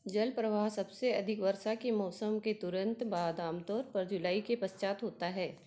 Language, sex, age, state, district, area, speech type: Hindi, female, 45-60, Madhya Pradesh, Betul, urban, read